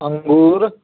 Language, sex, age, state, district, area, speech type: Hindi, male, 45-60, Bihar, Samastipur, rural, conversation